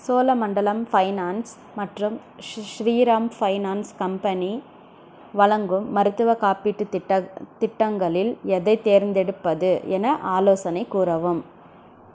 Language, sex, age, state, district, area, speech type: Tamil, female, 30-45, Tamil Nadu, Krishnagiri, rural, read